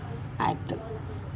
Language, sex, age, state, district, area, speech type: Kannada, female, 45-60, Karnataka, Vijayanagara, rural, spontaneous